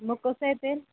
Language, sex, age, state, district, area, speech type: Marathi, female, 30-45, Maharashtra, Akola, urban, conversation